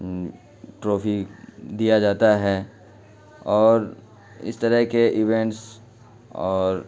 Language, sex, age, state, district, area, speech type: Urdu, male, 30-45, Bihar, Khagaria, rural, spontaneous